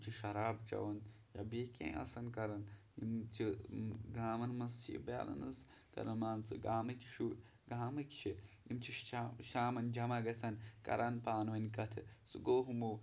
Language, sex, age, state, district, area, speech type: Kashmiri, male, 18-30, Jammu and Kashmir, Pulwama, rural, spontaneous